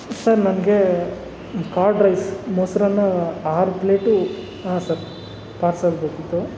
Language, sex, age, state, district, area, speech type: Kannada, male, 45-60, Karnataka, Kolar, rural, spontaneous